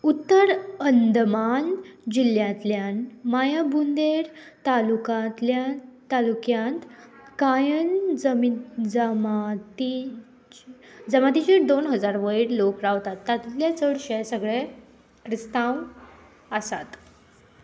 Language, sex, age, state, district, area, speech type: Goan Konkani, female, 18-30, Goa, Murmgao, rural, read